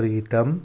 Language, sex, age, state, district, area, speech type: Nepali, male, 30-45, West Bengal, Darjeeling, rural, spontaneous